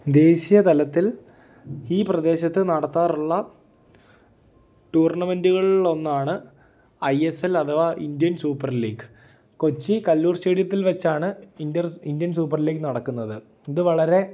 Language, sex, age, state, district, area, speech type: Malayalam, male, 18-30, Kerala, Idukki, rural, spontaneous